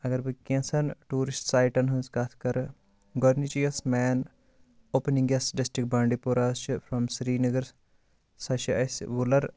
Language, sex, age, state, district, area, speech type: Kashmiri, male, 18-30, Jammu and Kashmir, Bandipora, rural, spontaneous